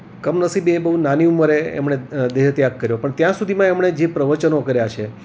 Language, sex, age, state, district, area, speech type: Gujarati, male, 60+, Gujarat, Rajkot, urban, spontaneous